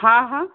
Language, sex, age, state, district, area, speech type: Maithili, female, 30-45, Bihar, Saharsa, rural, conversation